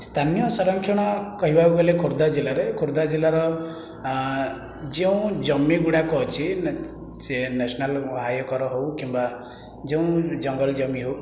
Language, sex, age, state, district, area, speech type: Odia, male, 45-60, Odisha, Khordha, rural, spontaneous